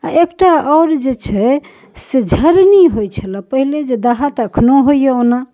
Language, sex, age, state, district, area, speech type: Maithili, female, 30-45, Bihar, Darbhanga, urban, spontaneous